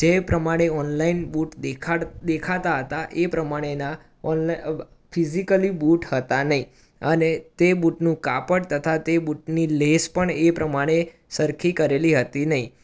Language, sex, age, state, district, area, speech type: Gujarati, male, 18-30, Gujarat, Mehsana, urban, spontaneous